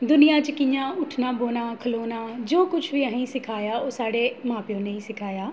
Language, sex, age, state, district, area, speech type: Dogri, female, 30-45, Jammu and Kashmir, Jammu, urban, spontaneous